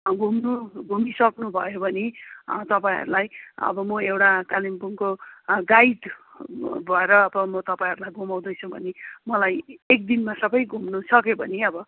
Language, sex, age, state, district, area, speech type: Nepali, female, 45-60, West Bengal, Kalimpong, rural, conversation